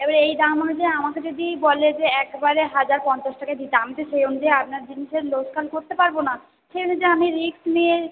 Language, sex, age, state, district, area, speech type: Bengali, female, 18-30, West Bengal, Purba Bardhaman, urban, conversation